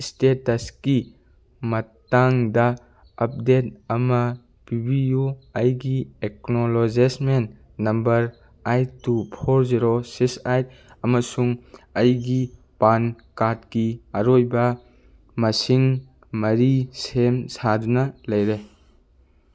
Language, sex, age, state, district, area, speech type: Manipuri, male, 18-30, Manipur, Churachandpur, rural, read